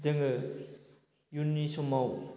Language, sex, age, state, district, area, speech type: Bodo, male, 30-45, Assam, Baksa, urban, spontaneous